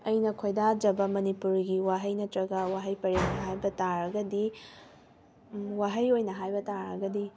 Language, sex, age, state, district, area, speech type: Manipuri, female, 18-30, Manipur, Thoubal, rural, spontaneous